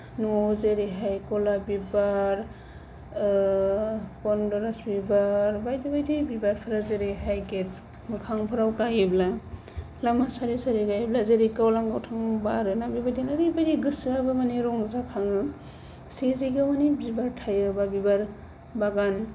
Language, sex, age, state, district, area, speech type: Bodo, female, 30-45, Assam, Kokrajhar, rural, spontaneous